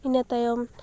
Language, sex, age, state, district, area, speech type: Santali, female, 30-45, West Bengal, Purulia, rural, spontaneous